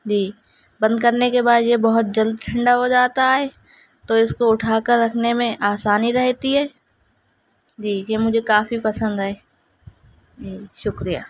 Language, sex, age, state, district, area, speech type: Urdu, female, 30-45, Uttar Pradesh, Shahjahanpur, urban, spontaneous